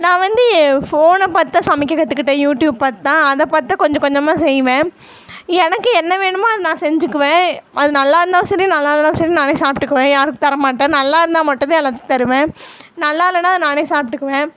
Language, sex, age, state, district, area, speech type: Tamil, female, 18-30, Tamil Nadu, Coimbatore, rural, spontaneous